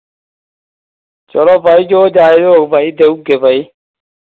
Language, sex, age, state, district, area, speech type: Dogri, male, 30-45, Jammu and Kashmir, Udhampur, rural, conversation